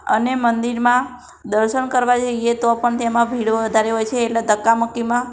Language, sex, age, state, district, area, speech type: Gujarati, female, 18-30, Gujarat, Ahmedabad, urban, spontaneous